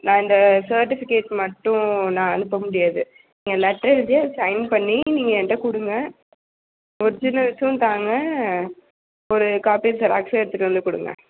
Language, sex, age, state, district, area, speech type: Tamil, female, 18-30, Tamil Nadu, Mayiladuthurai, urban, conversation